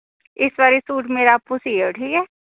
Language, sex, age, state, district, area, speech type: Dogri, female, 18-30, Jammu and Kashmir, Kathua, rural, conversation